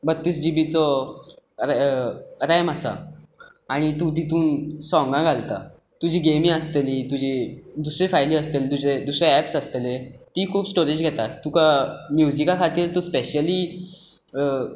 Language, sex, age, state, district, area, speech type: Goan Konkani, male, 18-30, Goa, Tiswadi, rural, spontaneous